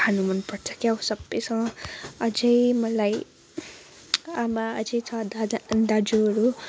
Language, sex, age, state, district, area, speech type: Nepali, female, 18-30, West Bengal, Kalimpong, rural, spontaneous